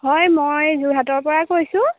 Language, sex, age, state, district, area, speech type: Assamese, female, 18-30, Assam, Jorhat, urban, conversation